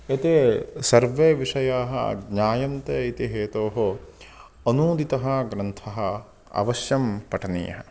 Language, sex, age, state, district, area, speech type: Sanskrit, male, 30-45, Karnataka, Uttara Kannada, rural, spontaneous